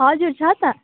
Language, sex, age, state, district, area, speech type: Nepali, female, 18-30, West Bengal, Jalpaiguri, rural, conversation